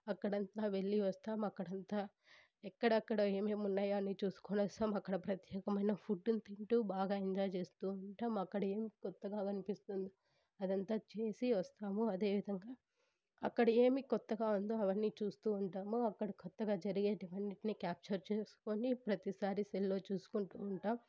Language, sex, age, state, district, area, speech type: Telugu, female, 18-30, Andhra Pradesh, Sri Balaji, urban, spontaneous